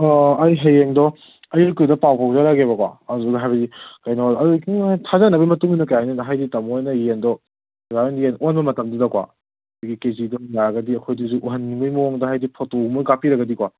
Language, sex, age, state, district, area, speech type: Manipuri, male, 18-30, Manipur, Kangpokpi, urban, conversation